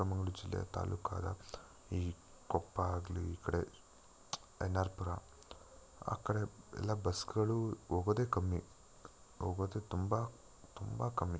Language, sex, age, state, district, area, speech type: Kannada, male, 18-30, Karnataka, Chikkamagaluru, rural, spontaneous